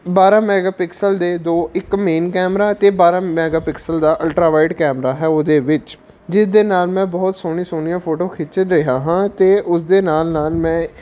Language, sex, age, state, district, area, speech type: Punjabi, male, 18-30, Punjab, Patiala, urban, spontaneous